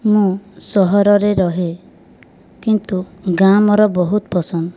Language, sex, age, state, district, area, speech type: Odia, female, 30-45, Odisha, Kandhamal, rural, spontaneous